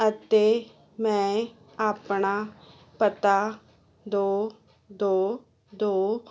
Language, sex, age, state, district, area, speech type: Punjabi, female, 45-60, Punjab, Muktsar, urban, read